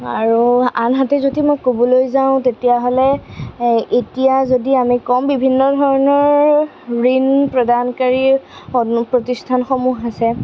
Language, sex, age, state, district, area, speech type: Assamese, female, 45-60, Assam, Darrang, rural, spontaneous